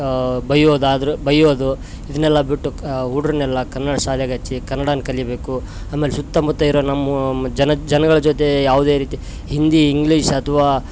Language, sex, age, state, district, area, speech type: Kannada, male, 30-45, Karnataka, Koppal, rural, spontaneous